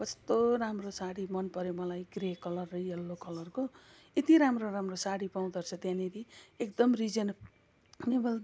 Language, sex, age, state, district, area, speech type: Nepali, female, 45-60, West Bengal, Kalimpong, rural, spontaneous